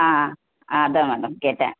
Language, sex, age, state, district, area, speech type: Tamil, female, 18-30, Tamil Nadu, Tenkasi, urban, conversation